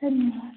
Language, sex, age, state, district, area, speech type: Hindi, female, 18-30, Madhya Pradesh, Jabalpur, urban, conversation